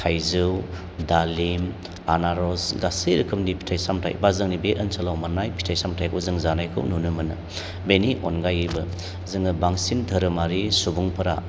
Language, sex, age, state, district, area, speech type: Bodo, male, 45-60, Assam, Baksa, urban, spontaneous